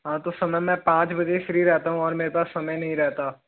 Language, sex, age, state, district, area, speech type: Hindi, male, 18-30, Rajasthan, Jaipur, urban, conversation